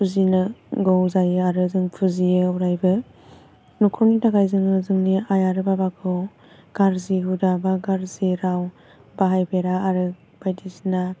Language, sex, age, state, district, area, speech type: Bodo, female, 18-30, Assam, Baksa, rural, spontaneous